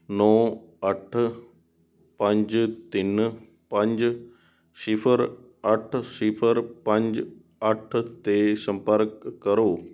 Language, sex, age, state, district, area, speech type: Punjabi, male, 18-30, Punjab, Sangrur, urban, read